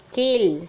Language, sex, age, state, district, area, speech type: Tamil, female, 30-45, Tamil Nadu, Ariyalur, rural, read